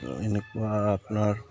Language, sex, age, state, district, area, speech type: Assamese, male, 45-60, Assam, Udalguri, rural, spontaneous